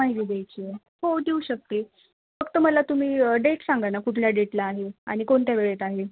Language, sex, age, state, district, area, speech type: Marathi, female, 18-30, Maharashtra, Osmanabad, rural, conversation